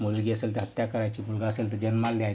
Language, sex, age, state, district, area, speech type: Marathi, male, 45-60, Maharashtra, Yavatmal, urban, spontaneous